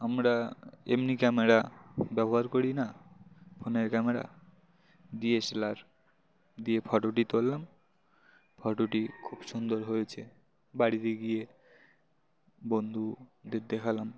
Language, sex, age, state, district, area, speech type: Bengali, male, 18-30, West Bengal, Uttar Dinajpur, urban, spontaneous